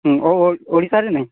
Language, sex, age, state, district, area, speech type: Odia, male, 45-60, Odisha, Nuapada, urban, conversation